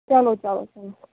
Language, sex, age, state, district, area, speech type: Kashmiri, female, 18-30, Jammu and Kashmir, Kulgam, rural, conversation